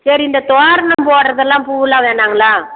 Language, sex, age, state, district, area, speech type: Tamil, female, 60+, Tamil Nadu, Salem, rural, conversation